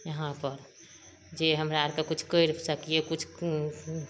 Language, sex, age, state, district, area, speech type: Maithili, female, 60+, Bihar, Madhepura, urban, spontaneous